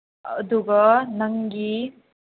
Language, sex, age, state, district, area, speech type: Manipuri, female, 18-30, Manipur, Senapati, urban, conversation